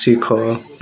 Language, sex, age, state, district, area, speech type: Odia, male, 18-30, Odisha, Bargarh, urban, read